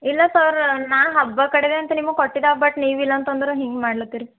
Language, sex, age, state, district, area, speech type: Kannada, female, 18-30, Karnataka, Bidar, urban, conversation